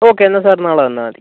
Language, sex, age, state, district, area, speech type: Malayalam, male, 18-30, Kerala, Kozhikode, urban, conversation